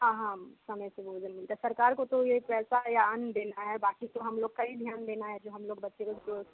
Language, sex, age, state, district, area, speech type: Hindi, female, 18-30, Bihar, Muzaffarpur, urban, conversation